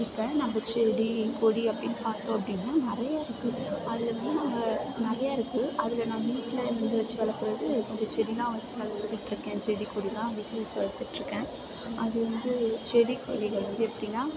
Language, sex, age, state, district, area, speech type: Tamil, female, 18-30, Tamil Nadu, Mayiladuthurai, urban, spontaneous